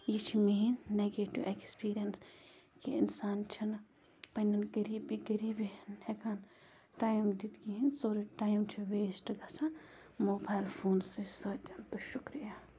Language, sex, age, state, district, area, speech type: Kashmiri, female, 30-45, Jammu and Kashmir, Bandipora, rural, spontaneous